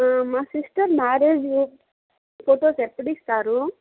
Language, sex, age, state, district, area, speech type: Telugu, female, 30-45, Andhra Pradesh, Kadapa, rural, conversation